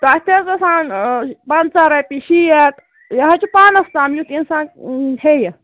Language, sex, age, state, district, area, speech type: Kashmiri, female, 45-60, Jammu and Kashmir, Ganderbal, rural, conversation